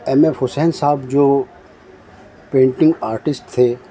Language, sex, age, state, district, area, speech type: Urdu, male, 30-45, Delhi, Central Delhi, urban, spontaneous